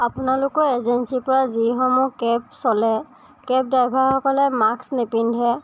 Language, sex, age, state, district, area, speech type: Assamese, female, 18-30, Assam, Lakhimpur, rural, spontaneous